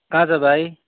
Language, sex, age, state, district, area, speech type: Nepali, male, 30-45, West Bengal, Kalimpong, rural, conversation